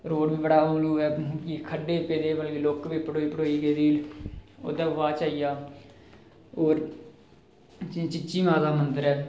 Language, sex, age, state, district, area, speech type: Dogri, male, 18-30, Jammu and Kashmir, Reasi, rural, spontaneous